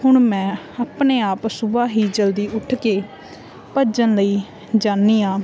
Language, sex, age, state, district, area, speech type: Punjabi, female, 18-30, Punjab, Mansa, rural, spontaneous